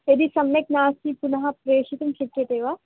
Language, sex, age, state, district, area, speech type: Sanskrit, female, 18-30, Karnataka, Bangalore Rural, rural, conversation